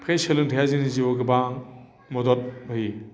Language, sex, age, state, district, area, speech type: Bodo, male, 45-60, Assam, Chirang, urban, spontaneous